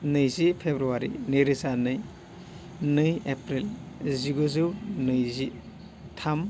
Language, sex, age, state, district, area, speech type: Bodo, male, 18-30, Assam, Baksa, rural, spontaneous